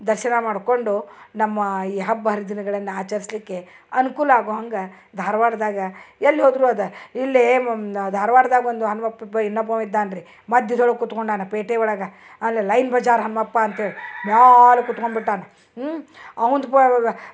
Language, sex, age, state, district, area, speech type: Kannada, female, 60+, Karnataka, Dharwad, rural, spontaneous